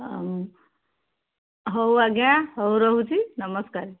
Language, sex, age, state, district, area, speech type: Odia, female, 60+, Odisha, Jharsuguda, rural, conversation